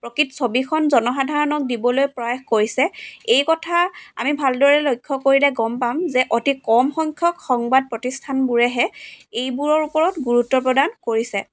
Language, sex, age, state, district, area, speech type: Assamese, female, 45-60, Assam, Dibrugarh, rural, spontaneous